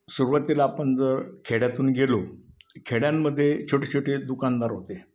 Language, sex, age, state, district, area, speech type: Marathi, male, 60+, Maharashtra, Ahmednagar, urban, spontaneous